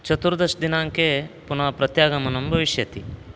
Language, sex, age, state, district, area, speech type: Sanskrit, male, 30-45, Karnataka, Uttara Kannada, rural, spontaneous